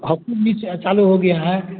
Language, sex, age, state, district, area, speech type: Hindi, male, 60+, Bihar, Madhepura, urban, conversation